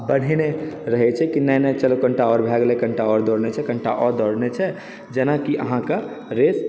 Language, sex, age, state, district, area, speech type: Maithili, male, 30-45, Bihar, Supaul, urban, spontaneous